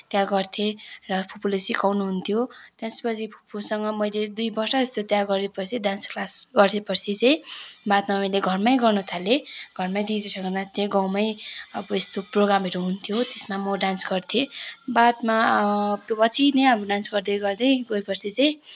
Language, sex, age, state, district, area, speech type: Nepali, female, 18-30, West Bengal, Kalimpong, rural, spontaneous